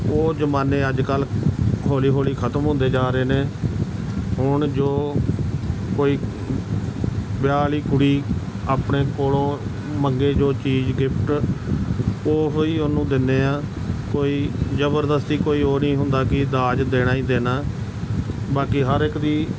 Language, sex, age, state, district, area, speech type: Punjabi, male, 45-60, Punjab, Gurdaspur, urban, spontaneous